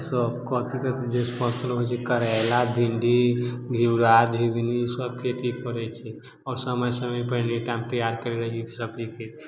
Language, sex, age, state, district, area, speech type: Maithili, male, 30-45, Bihar, Sitamarhi, urban, spontaneous